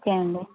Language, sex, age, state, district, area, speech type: Telugu, female, 18-30, Telangana, Komaram Bheem, rural, conversation